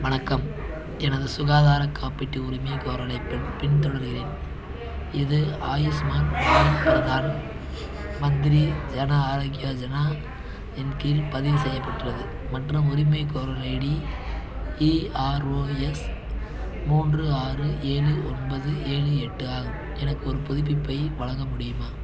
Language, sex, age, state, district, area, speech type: Tamil, male, 18-30, Tamil Nadu, Madurai, rural, read